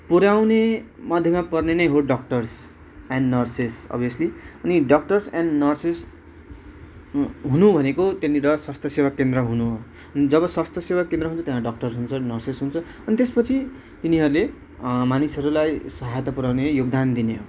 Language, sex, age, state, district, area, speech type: Nepali, male, 18-30, West Bengal, Darjeeling, rural, spontaneous